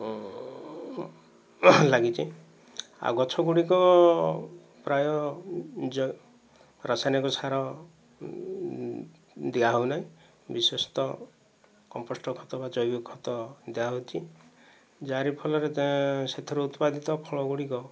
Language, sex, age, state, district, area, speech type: Odia, male, 45-60, Odisha, Kandhamal, rural, spontaneous